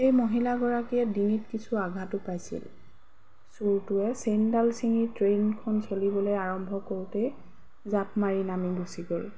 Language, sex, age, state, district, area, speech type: Assamese, female, 30-45, Assam, Golaghat, rural, spontaneous